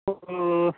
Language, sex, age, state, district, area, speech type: Tamil, male, 30-45, Tamil Nadu, Thanjavur, rural, conversation